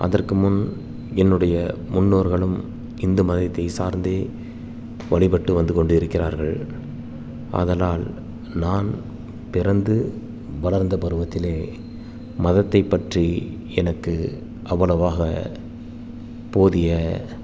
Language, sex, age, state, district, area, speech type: Tamil, male, 30-45, Tamil Nadu, Salem, rural, spontaneous